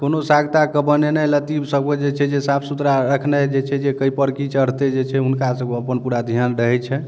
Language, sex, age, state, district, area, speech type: Maithili, male, 30-45, Bihar, Darbhanga, urban, spontaneous